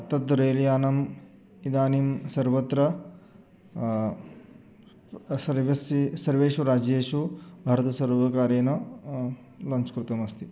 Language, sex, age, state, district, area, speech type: Sanskrit, male, 30-45, Maharashtra, Sangli, urban, spontaneous